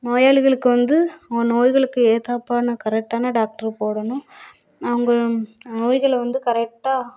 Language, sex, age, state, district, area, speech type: Tamil, female, 30-45, Tamil Nadu, Thoothukudi, urban, spontaneous